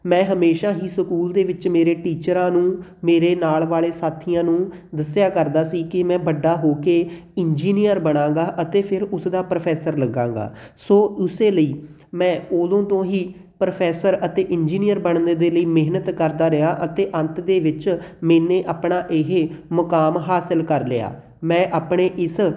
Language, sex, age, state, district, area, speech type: Punjabi, male, 18-30, Punjab, Fatehgarh Sahib, rural, spontaneous